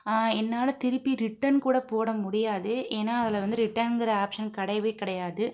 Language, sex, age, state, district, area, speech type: Tamil, female, 45-60, Tamil Nadu, Pudukkottai, urban, spontaneous